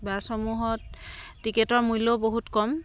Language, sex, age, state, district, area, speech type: Assamese, female, 30-45, Assam, Sivasagar, rural, spontaneous